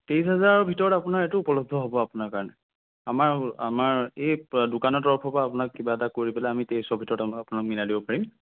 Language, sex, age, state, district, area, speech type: Assamese, male, 18-30, Assam, Sonitpur, rural, conversation